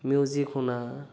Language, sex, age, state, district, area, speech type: Assamese, male, 18-30, Assam, Dhemaji, rural, spontaneous